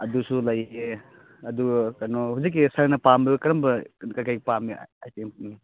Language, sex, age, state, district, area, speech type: Manipuri, male, 30-45, Manipur, Churachandpur, rural, conversation